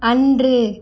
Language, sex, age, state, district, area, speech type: Tamil, female, 18-30, Tamil Nadu, Madurai, urban, read